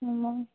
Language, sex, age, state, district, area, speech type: Marathi, female, 30-45, Maharashtra, Washim, rural, conversation